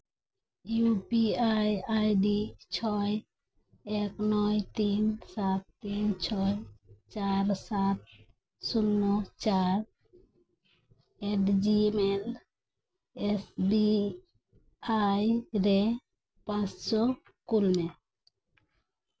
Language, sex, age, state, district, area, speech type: Santali, female, 30-45, West Bengal, Birbhum, rural, read